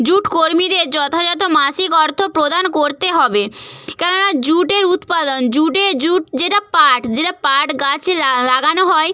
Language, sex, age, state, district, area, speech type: Bengali, female, 30-45, West Bengal, Purba Medinipur, rural, spontaneous